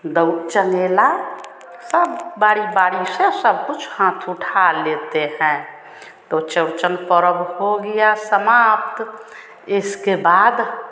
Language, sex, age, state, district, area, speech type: Hindi, female, 45-60, Bihar, Samastipur, rural, spontaneous